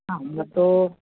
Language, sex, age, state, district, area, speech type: Bengali, female, 60+, West Bengal, North 24 Parganas, rural, conversation